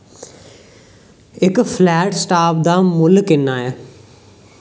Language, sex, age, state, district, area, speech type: Dogri, male, 18-30, Jammu and Kashmir, Jammu, rural, read